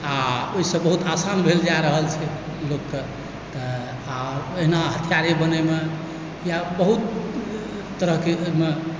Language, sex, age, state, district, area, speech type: Maithili, male, 45-60, Bihar, Supaul, rural, spontaneous